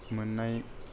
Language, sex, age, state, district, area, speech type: Bodo, male, 30-45, Assam, Kokrajhar, rural, spontaneous